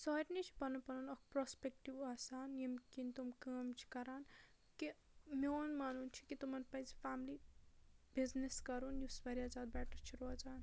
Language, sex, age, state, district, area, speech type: Kashmiri, female, 18-30, Jammu and Kashmir, Baramulla, rural, spontaneous